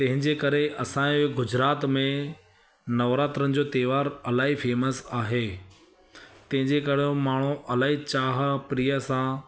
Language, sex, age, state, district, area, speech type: Sindhi, male, 30-45, Gujarat, Surat, urban, spontaneous